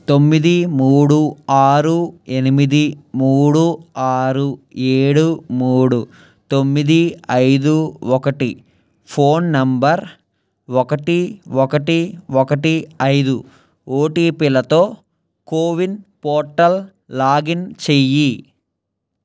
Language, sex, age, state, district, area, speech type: Telugu, male, 18-30, Andhra Pradesh, Palnadu, urban, read